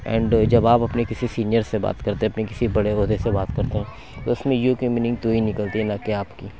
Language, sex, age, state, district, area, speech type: Urdu, male, 30-45, Uttar Pradesh, Lucknow, urban, spontaneous